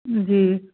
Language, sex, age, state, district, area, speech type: Sindhi, female, 30-45, Gujarat, Kutch, rural, conversation